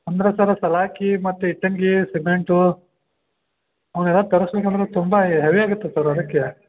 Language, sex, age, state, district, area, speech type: Kannada, male, 30-45, Karnataka, Belgaum, urban, conversation